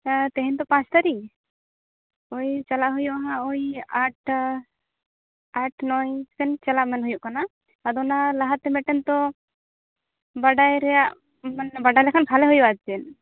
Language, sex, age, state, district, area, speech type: Santali, female, 18-30, West Bengal, Jhargram, rural, conversation